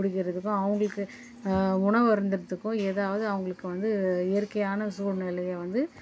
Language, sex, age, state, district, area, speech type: Tamil, female, 30-45, Tamil Nadu, Chennai, urban, spontaneous